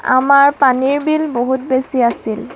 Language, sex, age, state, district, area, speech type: Assamese, female, 18-30, Assam, Lakhimpur, rural, read